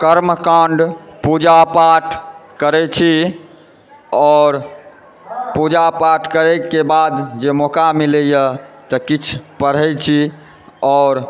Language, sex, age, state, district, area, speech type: Maithili, male, 18-30, Bihar, Supaul, rural, spontaneous